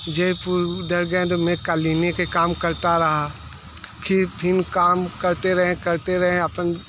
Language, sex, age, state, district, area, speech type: Hindi, male, 60+, Uttar Pradesh, Mirzapur, urban, spontaneous